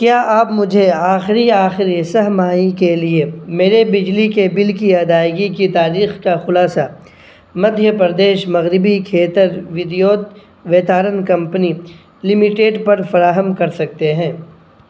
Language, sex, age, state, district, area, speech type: Urdu, male, 18-30, Bihar, Purnia, rural, read